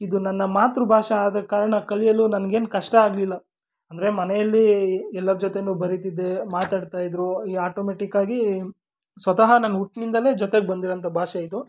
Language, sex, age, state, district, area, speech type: Kannada, male, 18-30, Karnataka, Kolar, rural, spontaneous